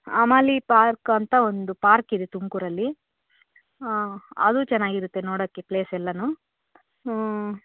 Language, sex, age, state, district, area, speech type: Kannada, female, 30-45, Karnataka, Tumkur, rural, conversation